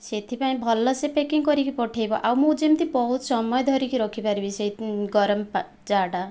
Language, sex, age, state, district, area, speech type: Odia, female, 18-30, Odisha, Kandhamal, rural, spontaneous